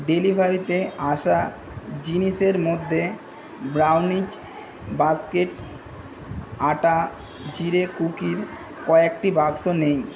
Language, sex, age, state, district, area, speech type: Bengali, male, 18-30, West Bengal, Kolkata, urban, read